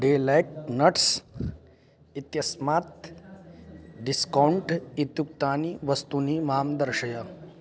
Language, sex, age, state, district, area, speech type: Sanskrit, male, 18-30, Uttar Pradesh, Lucknow, urban, read